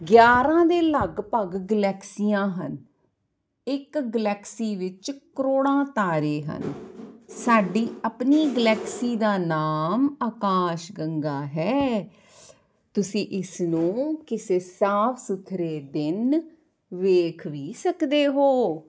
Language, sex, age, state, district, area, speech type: Punjabi, female, 45-60, Punjab, Ludhiana, rural, spontaneous